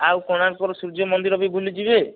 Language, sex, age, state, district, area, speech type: Odia, male, 45-60, Odisha, Kandhamal, rural, conversation